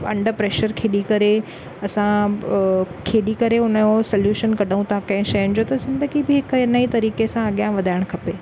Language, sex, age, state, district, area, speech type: Sindhi, female, 30-45, Maharashtra, Thane, urban, spontaneous